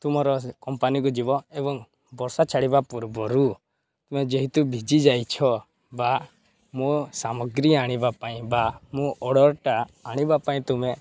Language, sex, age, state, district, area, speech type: Odia, male, 18-30, Odisha, Balangir, urban, spontaneous